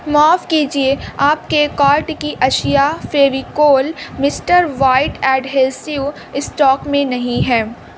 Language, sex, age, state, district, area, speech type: Urdu, female, 18-30, Uttar Pradesh, Mau, urban, read